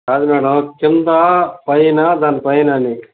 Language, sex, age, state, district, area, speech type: Telugu, male, 60+, Andhra Pradesh, Nellore, rural, conversation